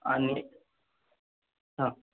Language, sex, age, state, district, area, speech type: Marathi, male, 18-30, Maharashtra, Sangli, urban, conversation